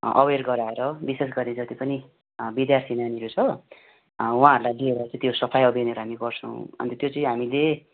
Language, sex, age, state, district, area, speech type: Nepali, male, 18-30, West Bengal, Darjeeling, rural, conversation